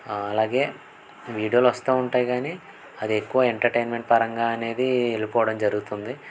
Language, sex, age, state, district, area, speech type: Telugu, male, 18-30, Andhra Pradesh, N T Rama Rao, urban, spontaneous